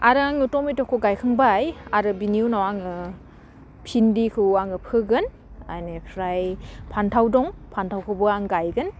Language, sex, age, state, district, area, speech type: Bodo, female, 18-30, Assam, Udalguri, urban, spontaneous